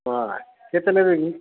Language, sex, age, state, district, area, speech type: Odia, male, 60+, Odisha, Gajapati, rural, conversation